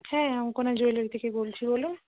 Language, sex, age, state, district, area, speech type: Bengali, female, 18-30, West Bengal, Uttar Dinajpur, rural, conversation